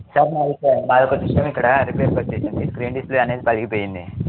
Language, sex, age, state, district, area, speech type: Telugu, male, 18-30, Telangana, Yadadri Bhuvanagiri, urban, conversation